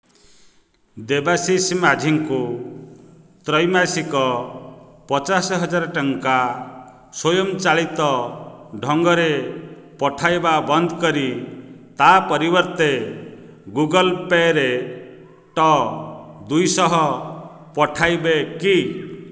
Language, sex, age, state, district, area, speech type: Odia, male, 45-60, Odisha, Nayagarh, rural, read